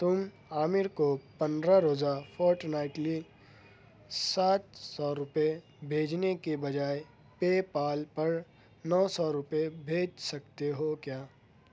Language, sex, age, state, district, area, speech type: Urdu, male, 18-30, Maharashtra, Nashik, urban, read